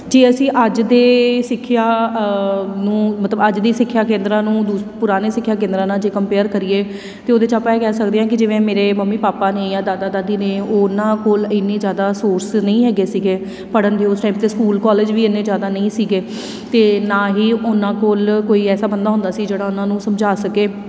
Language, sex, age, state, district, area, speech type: Punjabi, female, 30-45, Punjab, Tarn Taran, urban, spontaneous